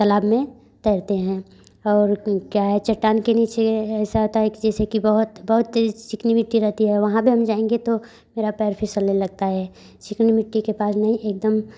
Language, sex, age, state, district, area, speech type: Hindi, female, 18-30, Uttar Pradesh, Prayagraj, urban, spontaneous